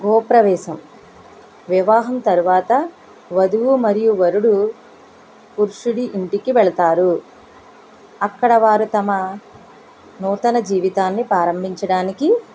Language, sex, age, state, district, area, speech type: Telugu, female, 45-60, Andhra Pradesh, East Godavari, rural, spontaneous